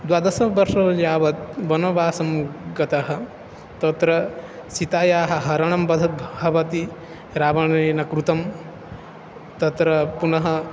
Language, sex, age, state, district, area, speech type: Sanskrit, male, 18-30, Odisha, Balangir, rural, spontaneous